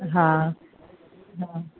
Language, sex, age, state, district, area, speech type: Sindhi, female, 60+, Delhi, South Delhi, urban, conversation